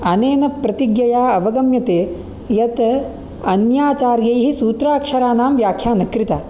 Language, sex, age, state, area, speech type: Sanskrit, male, 18-30, Delhi, urban, spontaneous